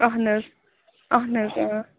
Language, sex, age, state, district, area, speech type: Kashmiri, female, 30-45, Jammu and Kashmir, Srinagar, urban, conversation